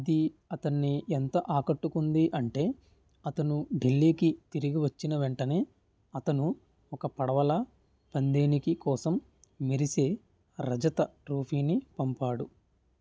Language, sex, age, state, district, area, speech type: Telugu, male, 18-30, Andhra Pradesh, N T Rama Rao, urban, read